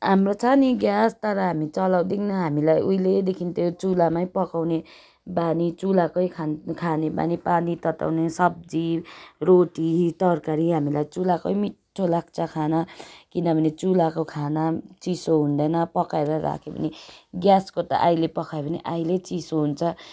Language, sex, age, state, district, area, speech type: Nepali, female, 45-60, West Bengal, Darjeeling, rural, spontaneous